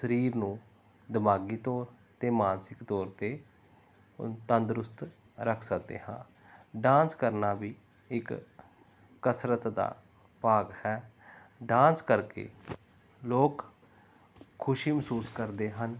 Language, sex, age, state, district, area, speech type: Punjabi, male, 30-45, Punjab, Pathankot, rural, spontaneous